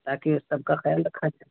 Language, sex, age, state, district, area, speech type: Urdu, male, 18-30, Bihar, Araria, rural, conversation